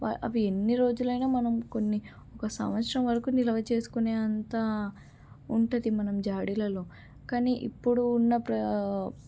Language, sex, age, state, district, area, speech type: Telugu, female, 18-30, Telangana, Medak, rural, spontaneous